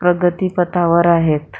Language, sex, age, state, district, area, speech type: Marathi, female, 45-60, Maharashtra, Akola, urban, spontaneous